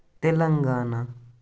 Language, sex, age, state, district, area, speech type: Kashmiri, male, 18-30, Jammu and Kashmir, Baramulla, rural, spontaneous